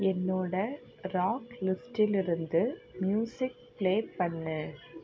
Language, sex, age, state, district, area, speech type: Tamil, female, 18-30, Tamil Nadu, Mayiladuthurai, urban, read